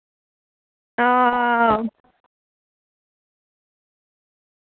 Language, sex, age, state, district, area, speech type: Dogri, female, 45-60, Jammu and Kashmir, Reasi, rural, conversation